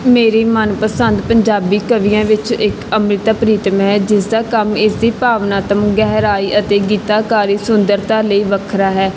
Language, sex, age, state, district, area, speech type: Punjabi, female, 18-30, Punjab, Barnala, urban, spontaneous